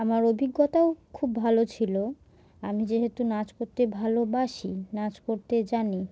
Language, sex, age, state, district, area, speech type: Bengali, female, 18-30, West Bengal, Murshidabad, urban, spontaneous